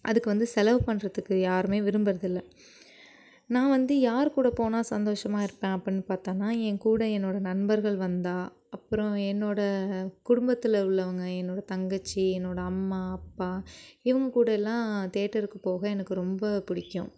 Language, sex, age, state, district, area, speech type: Tamil, female, 18-30, Tamil Nadu, Nagapattinam, rural, spontaneous